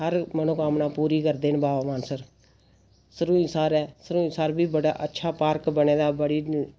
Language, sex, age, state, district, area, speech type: Dogri, female, 45-60, Jammu and Kashmir, Samba, rural, spontaneous